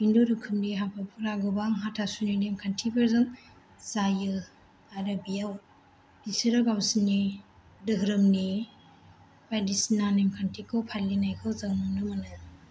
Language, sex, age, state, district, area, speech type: Bodo, female, 18-30, Assam, Chirang, rural, spontaneous